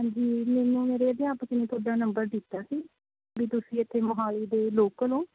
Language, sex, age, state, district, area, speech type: Punjabi, female, 18-30, Punjab, Mohali, urban, conversation